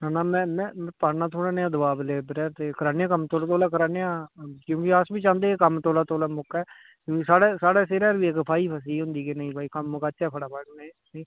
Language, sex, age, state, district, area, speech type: Dogri, male, 18-30, Jammu and Kashmir, Udhampur, rural, conversation